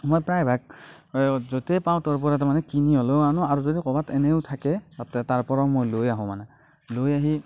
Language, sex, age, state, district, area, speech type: Assamese, male, 45-60, Assam, Morigaon, rural, spontaneous